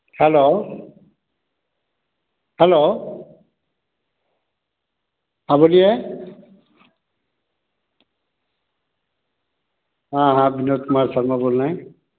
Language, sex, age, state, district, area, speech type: Hindi, male, 45-60, Bihar, Samastipur, rural, conversation